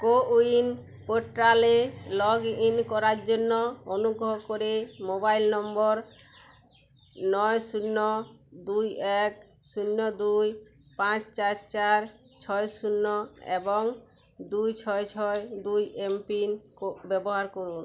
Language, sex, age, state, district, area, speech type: Bengali, female, 30-45, West Bengal, Uttar Dinajpur, rural, read